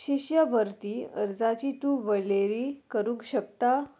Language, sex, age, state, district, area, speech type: Goan Konkani, female, 18-30, Goa, Salcete, rural, read